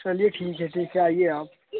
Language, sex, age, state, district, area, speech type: Hindi, male, 18-30, Uttar Pradesh, Prayagraj, urban, conversation